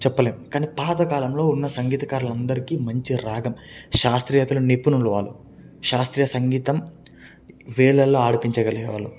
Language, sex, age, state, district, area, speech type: Telugu, male, 18-30, Andhra Pradesh, Srikakulam, urban, spontaneous